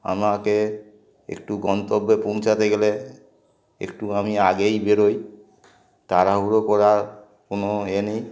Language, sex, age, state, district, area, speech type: Bengali, male, 60+, West Bengal, Darjeeling, urban, spontaneous